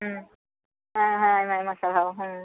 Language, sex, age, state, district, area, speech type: Santali, female, 30-45, West Bengal, Birbhum, rural, conversation